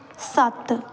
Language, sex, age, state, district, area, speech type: Punjabi, female, 18-30, Punjab, Pathankot, rural, read